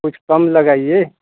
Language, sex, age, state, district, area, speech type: Hindi, male, 60+, Uttar Pradesh, Ghazipur, rural, conversation